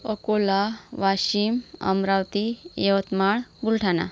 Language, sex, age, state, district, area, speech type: Marathi, female, 45-60, Maharashtra, Washim, rural, spontaneous